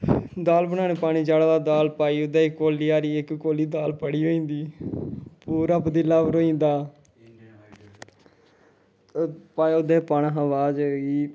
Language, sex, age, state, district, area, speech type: Dogri, male, 18-30, Jammu and Kashmir, Kathua, rural, spontaneous